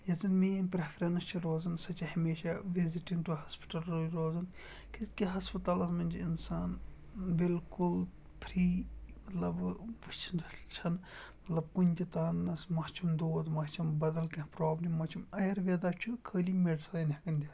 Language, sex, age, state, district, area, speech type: Kashmiri, male, 18-30, Jammu and Kashmir, Shopian, rural, spontaneous